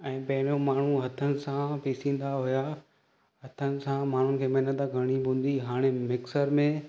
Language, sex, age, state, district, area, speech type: Sindhi, male, 30-45, Maharashtra, Thane, urban, spontaneous